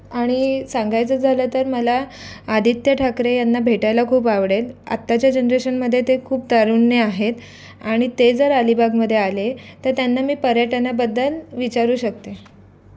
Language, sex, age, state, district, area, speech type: Marathi, female, 18-30, Maharashtra, Raigad, rural, spontaneous